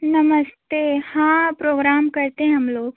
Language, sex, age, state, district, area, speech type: Hindi, female, 18-30, Uttar Pradesh, Jaunpur, urban, conversation